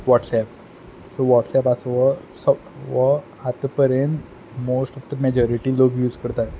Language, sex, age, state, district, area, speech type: Goan Konkani, male, 18-30, Goa, Quepem, rural, spontaneous